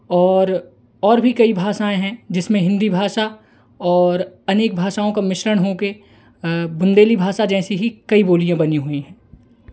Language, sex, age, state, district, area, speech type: Hindi, male, 18-30, Madhya Pradesh, Hoshangabad, rural, spontaneous